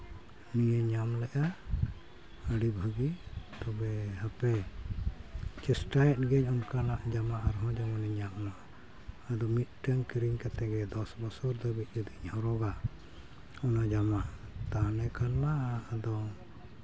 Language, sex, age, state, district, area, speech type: Santali, male, 60+, Jharkhand, East Singhbhum, rural, spontaneous